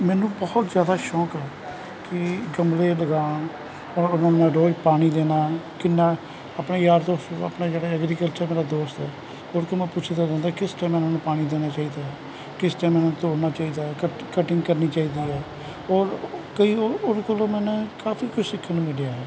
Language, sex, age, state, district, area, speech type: Punjabi, male, 45-60, Punjab, Kapurthala, urban, spontaneous